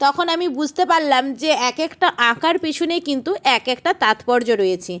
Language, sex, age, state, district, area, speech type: Bengali, female, 45-60, West Bengal, Purba Medinipur, rural, spontaneous